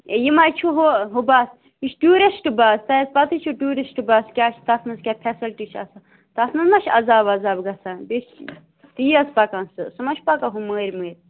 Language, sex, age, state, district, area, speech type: Kashmiri, female, 30-45, Jammu and Kashmir, Bandipora, rural, conversation